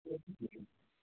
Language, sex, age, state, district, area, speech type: Punjabi, male, 30-45, Punjab, Gurdaspur, urban, conversation